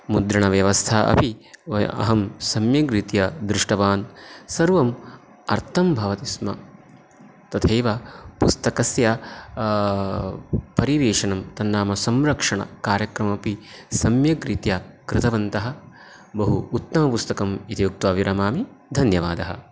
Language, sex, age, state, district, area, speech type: Sanskrit, male, 30-45, Karnataka, Dakshina Kannada, rural, spontaneous